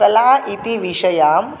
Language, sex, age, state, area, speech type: Sanskrit, male, 18-30, Tripura, rural, spontaneous